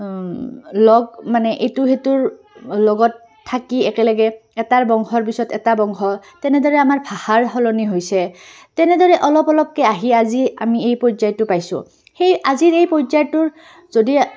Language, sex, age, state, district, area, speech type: Assamese, female, 18-30, Assam, Goalpara, urban, spontaneous